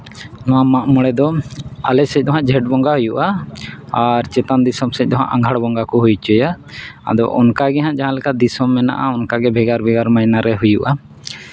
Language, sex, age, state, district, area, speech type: Santali, male, 30-45, Jharkhand, East Singhbhum, rural, spontaneous